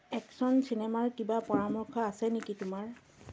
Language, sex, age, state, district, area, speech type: Assamese, female, 45-60, Assam, Dibrugarh, rural, read